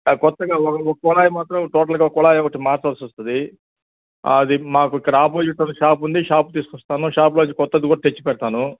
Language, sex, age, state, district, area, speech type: Telugu, male, 60+, Andhra Pradesh, Nellore, urban, conversation